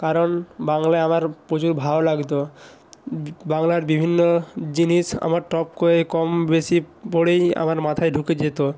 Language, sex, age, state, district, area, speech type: Bengali, male, 18-30, West Bengal, North 24 Parganas, rural, spontaneous